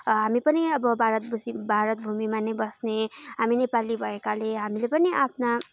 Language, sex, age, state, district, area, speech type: Nepali, female, 18-30, West Bengal, Darjeeling, rural, spontaneous